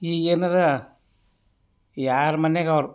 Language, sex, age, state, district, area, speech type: Kannada, male, 60+, Karnataka, Bidar, urban, spontaneous